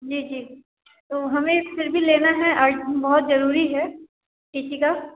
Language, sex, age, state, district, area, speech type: Hindi, female, 18-30, Uttar Pradesh, Bhadohi, rural, conversation